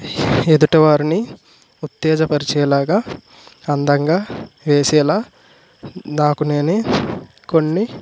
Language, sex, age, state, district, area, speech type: Telugu, male, 18-30, Andhra Pradesh, East Godavari, rural, spontaneous